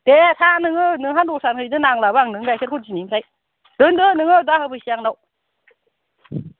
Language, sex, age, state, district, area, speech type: Bodo, female, 45-60, Assam, Kokrajhar, urban, conversation